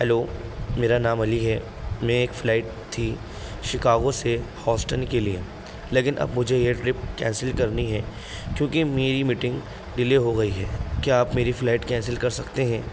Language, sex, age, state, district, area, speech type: Urdu, male, 18-30, Delhi, North East Delhi, urban, spontaneous